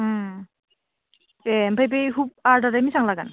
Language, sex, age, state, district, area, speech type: Bodo, female, 18-30, Assam, Udalguri, urban, conversation